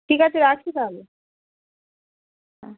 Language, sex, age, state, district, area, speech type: Bengali, female, 18-30, West Bengal, Birbhum, urban, conversation